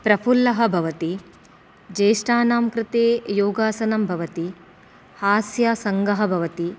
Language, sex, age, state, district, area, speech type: Sanskrit, female, 30-45, Karnataka, Dakshina Kannada, urban, spontaneous